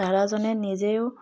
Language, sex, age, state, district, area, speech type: Assamese, female, 18-30, Assam, Dibrugarh, rural, spontaneous